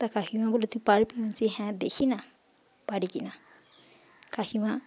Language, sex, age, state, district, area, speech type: Bengali, female, 30-45, West Bengal, Uttar Dinajpur, urban, spontaneous